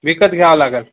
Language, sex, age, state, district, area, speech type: Marathi, male, 18-30, Maharashtra, Nanded, rural, conversation